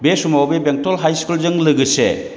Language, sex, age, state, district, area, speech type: Bodo, male, 60+, Assam, Chirang, rural, spontaneous